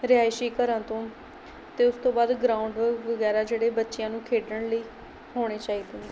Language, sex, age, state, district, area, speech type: Punjabi, female, 18-30, Punjab, Mohali, rural, spontaneous